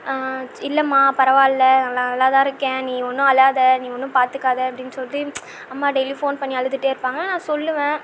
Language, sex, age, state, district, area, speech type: Tamil, female, 18-30, Tamil Nadu, Tiruvannamalai, urban, spontaneous